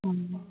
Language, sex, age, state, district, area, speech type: Maithili, female, 60+, Bihar, Araria, rural, conversation